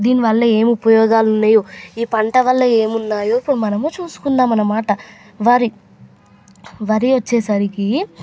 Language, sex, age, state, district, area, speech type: Telugu, female, 18-30, Telangana, Hyderabad, urban, spontaneous